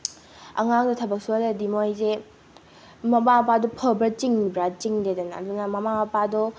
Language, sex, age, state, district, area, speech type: Manipuri, female, 18-30, Manipur, Bishnupur, rural, spontaneous